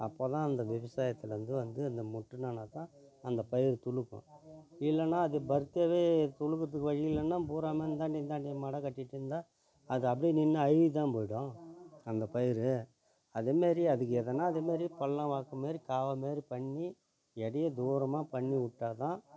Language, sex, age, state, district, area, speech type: Tamil, male, 45-60, Tamil Nadu, Tiruvannamalai, rural, spontaneous